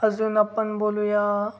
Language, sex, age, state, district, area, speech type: Marathi, male, 18-30, Maharashtra, Ahmednagar, rural, spontaneous